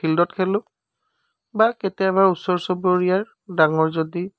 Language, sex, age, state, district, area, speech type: Assamese, male, 18-30, Assam, Charaideo, urban, spontaneous